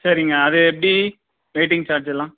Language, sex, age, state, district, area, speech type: Tamil, male, 18-30, Tamil Nadu, Dharmapuri, rural, conversation